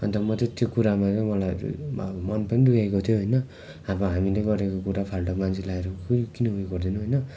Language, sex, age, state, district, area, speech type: Nepali, male, 18-30, West Bengal, Darjeeling, rural, spontaneous